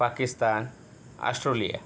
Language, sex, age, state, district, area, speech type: Marathi, male, 30-45, Maharashtra, Yavatmal, rural, spontaneous